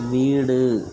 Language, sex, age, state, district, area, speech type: Tamil, male, 30-45, Tamil Nadu, Perambalur, rural, read